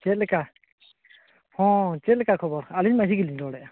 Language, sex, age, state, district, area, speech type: Santali, male, 30-45, Jharkhand, Seraikela Kharsawan, rural, conversation